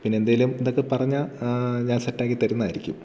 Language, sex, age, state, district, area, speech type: Malayalam, male, 18-30, Kerala, Idukki, rural, spontaneous